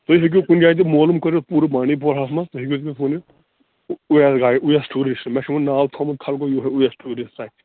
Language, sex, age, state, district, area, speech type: Kashmiri, male, 45-60, Jammu and Kashmir, Bandipora, rural, conversation